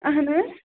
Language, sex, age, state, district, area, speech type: Kashmiri, female, 18-30, Jammu and Kashmir, Bandipora, rural, conversation